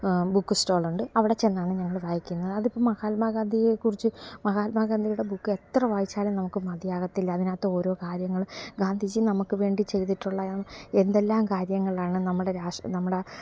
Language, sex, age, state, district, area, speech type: Malayalam, female, 45-60, Kerala, Alappuzha, rural, spontaneous